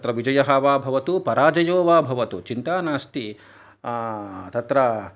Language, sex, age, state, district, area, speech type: Sanskrit, male, 45-60, Karnataka, Kolar, urban, spontaneous